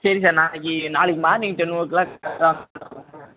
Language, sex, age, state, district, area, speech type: Tamil, male, 30-45, Tamil Nadu, Sivaganga, rural, conversation